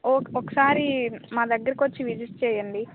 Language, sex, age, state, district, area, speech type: Telugu, female, 18-30, Telangana, Bhadradri Kothagudem, rural, conversation